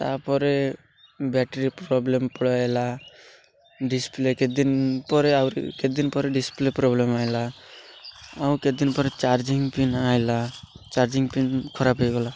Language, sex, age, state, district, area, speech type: Odia, male, 18-30, Odisha, Malkangiri, urban, spontaneous